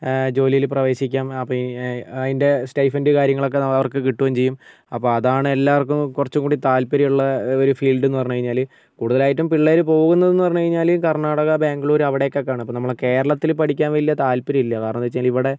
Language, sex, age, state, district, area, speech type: Malayalam, male, 30-45, Kerala, Wayanad, rural, spontaneous